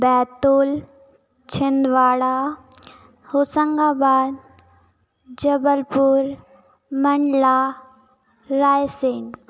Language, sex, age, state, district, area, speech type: Hindi, female, 18-30, Madhya Pradesh, Betul, rural, spontaneous